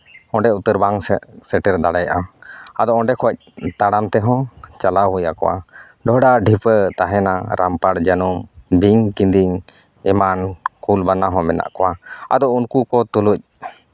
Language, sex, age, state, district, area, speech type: Santali, male, 30-45, Jharkhand, East Singhbhum, rural, spontaneous